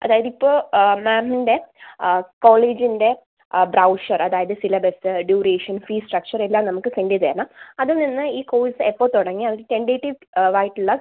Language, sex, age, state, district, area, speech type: Malayalam, female, 18-30, Kerala, Thiruvananthapuram, urban, conversation